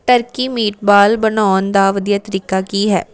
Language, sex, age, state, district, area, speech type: Punjabi, female, 18-30, Punjab, Amritsar, rural, read